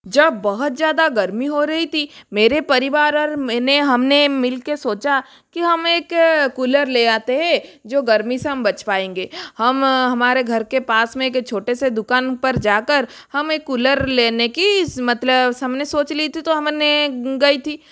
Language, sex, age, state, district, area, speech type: Hindi, female, 60+, Rajasthan, Jodhpur, rural, spontaneous